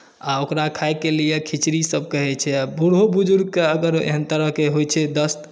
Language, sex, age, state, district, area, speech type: Maithili, male, 30-45, Bihar, Saharsa, rural, spontaneous